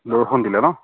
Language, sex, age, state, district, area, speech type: Assamese, male, 30-45, Assam, Charaideo, rural, conversation